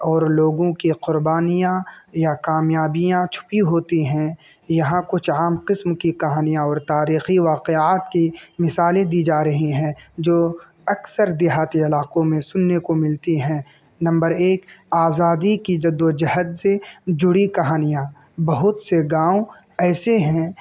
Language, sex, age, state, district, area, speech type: Urdu, male, 18-30, Uttar Pradesh, Balrampur, rural, spontaneous